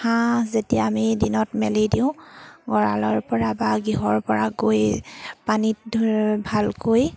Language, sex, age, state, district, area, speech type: Assamese, female, 30-45, Assam, Sivasagar, rural, spontaneous